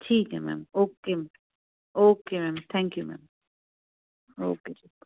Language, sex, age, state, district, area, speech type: Punjabi, female, 45-60, Punjab, Jalandhar, urban, conversation